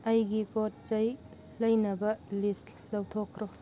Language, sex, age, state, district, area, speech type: Manipuri, female, 45-60, Manipur, Churachandpur, urban, read